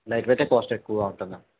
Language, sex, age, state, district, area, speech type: Telugu, male, 30-45, Telangana, Karimnagar, rural, conversation